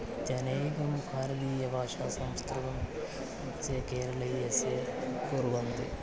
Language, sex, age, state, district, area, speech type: Sanskrit, male, 30-45, Kerala, Thiruvananthapuram, urban, spontaneous